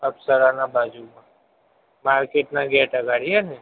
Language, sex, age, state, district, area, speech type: Gujarati, male, 60+, Gujarat, Aravalli, urban, conversation